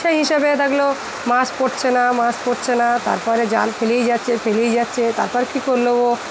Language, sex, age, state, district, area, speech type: Bengali, female, 30-45, West Bengal, Dakshin Dinajpur, urban, spontaneous